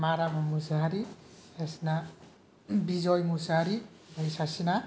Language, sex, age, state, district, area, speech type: Bodo, male, 18-30, Assam, Kokrajhar, rural, spontaneous